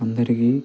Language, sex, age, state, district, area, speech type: Telugu, male, 30-45, Andhra Pradesh, Nellore, urban, spontaneous